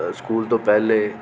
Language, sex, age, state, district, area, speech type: Dogri, male, 45-60, Jammu and Kashmir, Reasi, urban, spontaneous